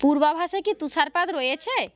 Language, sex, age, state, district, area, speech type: Bengali, female, 30-45, West Bengal, Paschim Medinipur, rural, read